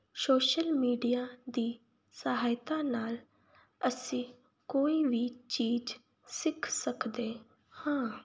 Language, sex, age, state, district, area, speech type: Punjabi, female, 18-30, Punjab, Fazilka, rural, spontaneous